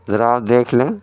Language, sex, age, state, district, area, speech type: Urdu, male, 60+, Uttar Pradesh, Lucknow, urban, spontaneous